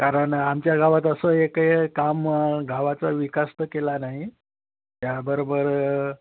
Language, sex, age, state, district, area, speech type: Marathi, male, 30-45, Maharashtra, Nagpur, rural, conversation